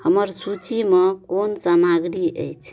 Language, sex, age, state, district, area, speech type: Maithili, female, 30-45, Bihar, Madhubani, rural, read